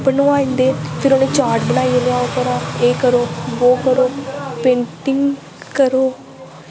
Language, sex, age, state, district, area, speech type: Dogri, female, 18-30, Jammu and Kashmir, Samba, rural, spontaneous